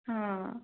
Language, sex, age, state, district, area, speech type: Kannada, female, 18-30, Karnataka, Tumkur, rural, conversation